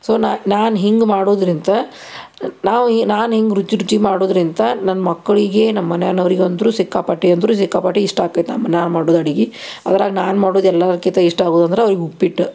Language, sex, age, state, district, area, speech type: Kannada, female, 30-45, Karnataka, Koppal, rural, spontaneous